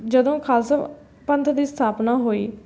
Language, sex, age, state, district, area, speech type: Punjabi, female, 18-30, Punjab, Fazilka, rural, spontaneous